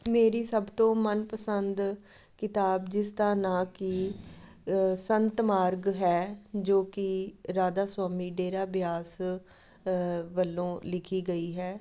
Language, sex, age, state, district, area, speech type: Punjabi, female, 30-45, Punjab, Amritsar, rural, spontaneous